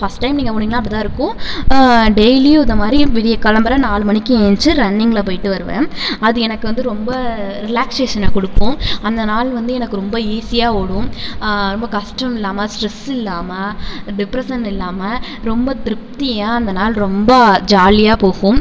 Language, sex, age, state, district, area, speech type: Tamil, female, 18-30, Tamil Nadu, Tiruvarur, rural, spontaneous